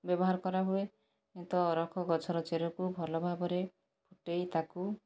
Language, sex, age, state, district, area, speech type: Odia, female, 45-60, Odisha, Kandhamal, rural, spontaneous